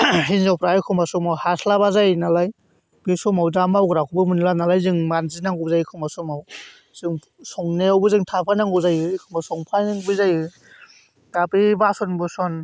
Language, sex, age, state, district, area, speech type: Bodo, male, 45-60, Assam, Chirang, urban, spontaneous